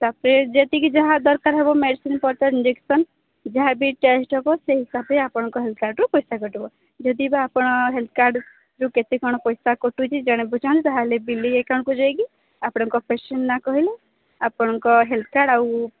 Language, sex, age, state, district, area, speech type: Odia, female, 30-45, Odisha, Sambalpur, rural, conversation